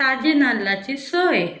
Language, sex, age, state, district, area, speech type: Goan Konkani, female, 45-60, Goa, Quepem, rural, spontaneous